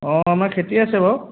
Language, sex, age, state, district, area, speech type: Assamese, male, 30-45, Assam, Golaghat, urban, conversation